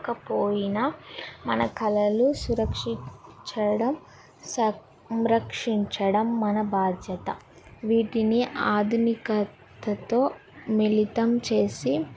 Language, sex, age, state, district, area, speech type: Telugu, female, 18-30, Telangana, Mahabubabad, rural, spontaneous